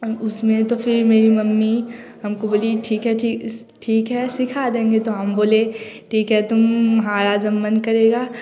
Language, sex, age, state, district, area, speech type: Hindi, female, 18-30, Bihar, Samastipur, rural, spontaneous